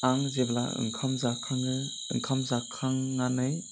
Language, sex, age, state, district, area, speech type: Bodo, male, 18-30, Assam, Chirang, urban, spontaneous